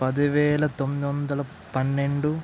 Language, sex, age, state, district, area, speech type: Telugu, male, 18-30, Andhra Pradesh, West Godavari, rural, spontaneous